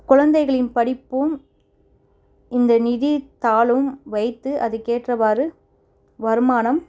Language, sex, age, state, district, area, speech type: Tamil, female, 30-45, Tamil Nadu, Chennai, urban, spontaneous